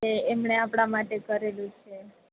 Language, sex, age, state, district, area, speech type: Gujarati, female, 18-30, Gujarat, Junagadh, urban, conversation